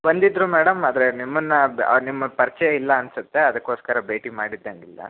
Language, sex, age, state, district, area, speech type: Kannada, male, 18-30, Karnataka, Chitradurga, urban, conversation